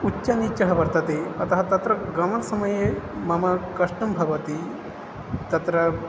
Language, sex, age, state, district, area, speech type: Sanskrit, male, 18-30, Odisha, Balangir, rural, spontaneous